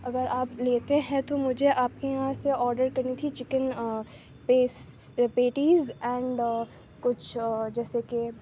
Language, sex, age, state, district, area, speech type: Urdu, female, 45-60, Uttar Pradesh, Aligarh, urban, spontaneous